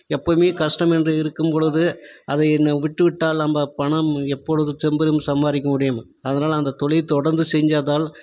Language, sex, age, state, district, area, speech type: Tamil, male, 45-60, Tamil Nadu, Krishnagiri, rural, spontaneous